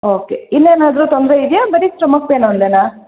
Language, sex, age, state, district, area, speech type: Kannada, female, 30-45, Karnataka, Shimoga, rural, conversation